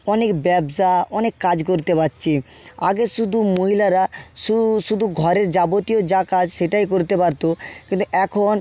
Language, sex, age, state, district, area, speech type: Bengali, male, 60+, West Bengal, Purba Medinipur, rural, spontaneous